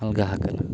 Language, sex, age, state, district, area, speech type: Santali, male, 30-45, Jharkhand, Seraikela Kharsawan, rural, spontaneous